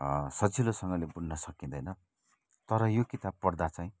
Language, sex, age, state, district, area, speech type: Nepali, male, 45-60, West Bengal, Kalimpong, rural, spontaneous